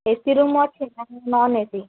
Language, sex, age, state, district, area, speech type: Odia, female, 30-45, Odisha, Sambalpur, rural, conversation